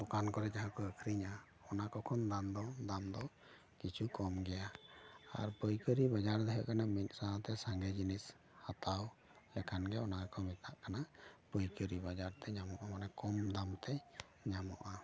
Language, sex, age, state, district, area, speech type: Santali, male, 45-60, West Bengal, Bankura, rural, spontaneous